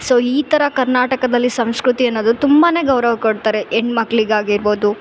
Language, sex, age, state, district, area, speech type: Kannada, female, 18-30, Karnataka, Bellary, urban, spontaneous